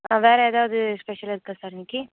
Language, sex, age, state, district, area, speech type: Tamil, female, 18-30, Tamil Nadu, Perambalur, rural, conversation